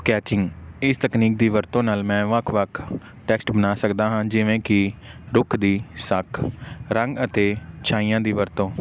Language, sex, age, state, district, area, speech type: Punjabi, male, 18-30, Punjab, Fazilka, urban, spontaneous